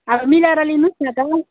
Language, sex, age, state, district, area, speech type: Nepali, female, 45-60, West Bengal, Alipurduar, rural, conversation